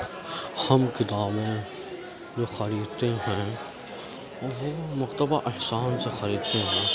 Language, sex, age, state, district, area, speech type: Urdu, male, 60+, Delhi, Central Delhi, urban, spontaneous